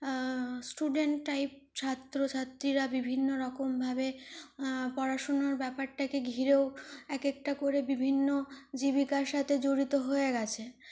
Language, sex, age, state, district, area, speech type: Bengali, female, 18-30, West Bengal, Purulia, urban, spontaneous